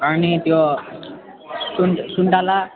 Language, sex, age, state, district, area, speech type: Nepali, male, 18-30, West Bengal, Alipurduar, urban, conversation